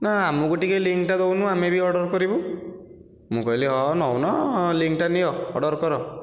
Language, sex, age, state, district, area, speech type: Odia, male, 18-30, Odisha, Nayagarh, rural, spontaneous